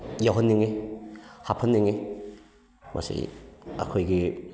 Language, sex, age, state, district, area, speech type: Manipuri, male, 45-60, Manipur, Kakching, rural, spontaneous